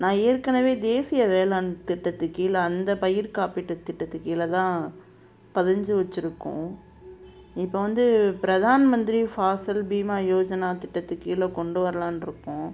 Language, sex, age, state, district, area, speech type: Tamil, female, 30-45, Tamil Nadu, Madurai, urban, spontaneous